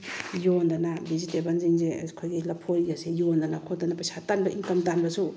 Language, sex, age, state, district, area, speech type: Manipuri, female, 45-60, Manipur, Bishnupur, rural, spontaneous